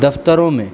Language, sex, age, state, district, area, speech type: Urdu, male, 45-60, Delhi, South Delhi, urban, spontaneous